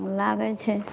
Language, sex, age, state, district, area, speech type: Maithili, female, 60+, Bihar, Madhepura, rural, spontaneous